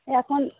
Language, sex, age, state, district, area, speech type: Bengali, female, 30-45, West Bengal, Darjeeling, urban, conversation